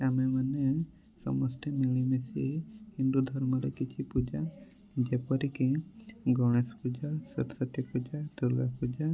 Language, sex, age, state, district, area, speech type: Odia, male, 18-30, Odisha, Mayurbhanj, rural, spontaneous